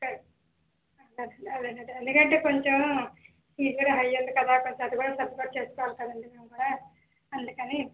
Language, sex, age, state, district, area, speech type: Telugu, female, 30-45, Andhra Pradesh, Visakhapatnam, urban, conversation